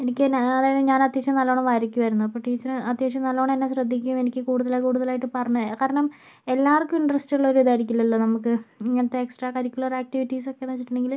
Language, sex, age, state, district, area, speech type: Malayalam, female, 45-60, Kerala, Kozhikode, urban, spontaneous